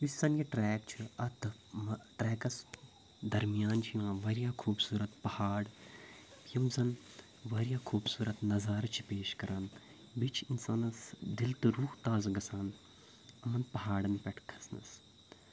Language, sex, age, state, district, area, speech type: Kashmiri, male, 18-30, Jammu and Kashmir, Ganderbal, rural, spontaneous